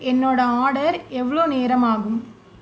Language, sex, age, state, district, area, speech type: Tamil, female, 18-30, Tamil Nadu, Tiruvarur, urban, read